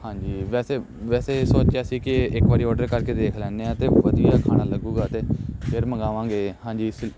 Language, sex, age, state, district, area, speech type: Punjabi, male, 18-30, Punjab, Gurdaspur, rural, spontaneous